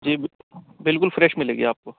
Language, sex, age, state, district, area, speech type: Urdu, male, 45-60, Uttar Pradesh, Muzaffarnagar, urban, conversation